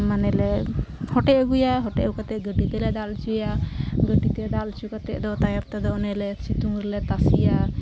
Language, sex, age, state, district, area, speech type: Santali, female, 18-30, West Bengal, Malda, rural, spontaneous